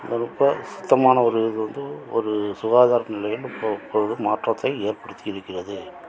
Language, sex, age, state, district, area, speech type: Tamil, male, 45-60, Tamil Nadu, Krishnagiri, rural, spontaneous